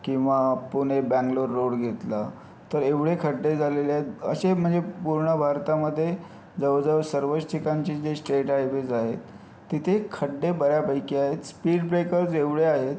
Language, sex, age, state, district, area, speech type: Marathi, male, 30-45, Maharashtra, Yavatmal, urban, spontaneous